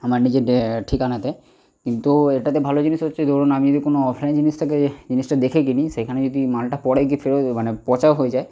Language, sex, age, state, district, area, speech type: Bengali, male, 30-45, West Bengal, Purba Bardhaman, rural, spontaneous